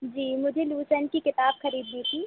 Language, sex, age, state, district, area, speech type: Hindi, female, 18-30, Madhya Pradesh, Hoshangabad, urban, conversation